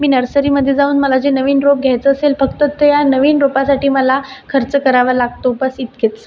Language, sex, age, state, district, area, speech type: Marathi, female, 30-45, Maharashtra, Buldhana, rural, spontaneous